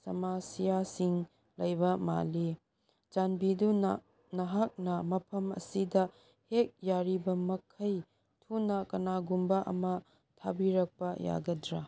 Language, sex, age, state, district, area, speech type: Manipuri, female, 30-45, Manipur, Chandel, rural, read